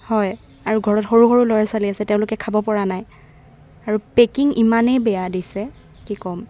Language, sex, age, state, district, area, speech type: Assamese, female, 18-30, Assam, Golaghat, urban, spontaneous